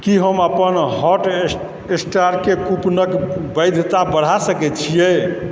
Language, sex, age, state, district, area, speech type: Maithili, male, 45-60, Bihar, Supaul, rural, read